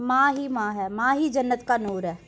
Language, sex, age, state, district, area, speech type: Dogri, female, 18-30, Jammu and Kashmir, Udhampur, rural, spontaneous